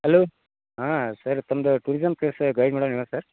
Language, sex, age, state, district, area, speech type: Kannada, male, 30-45, Karnataka, Vijayapura, rural, conversation